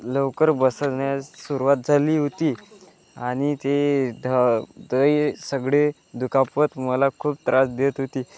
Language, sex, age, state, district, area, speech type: Marathi, male, 18-30, Maharashtra, Wardha, rural, spontaneous